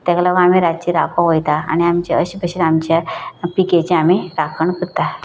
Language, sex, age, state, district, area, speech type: Goan Konkani, female, 30-45, Goa, Canacona, rural, spontaneous